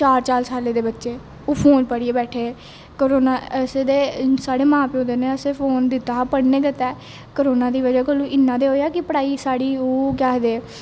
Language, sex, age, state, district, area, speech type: Dogri, female, 18-30, Jammu and Kashmir, Jammu, urban, spontaneous